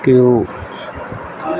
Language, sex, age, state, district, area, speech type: Maithili, male, 18-30, Bihar, Madhepura, rural, spontaneous